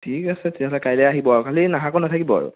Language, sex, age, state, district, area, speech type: Assamese, male, 30-45, Assam, Sonitpur, rural, conversation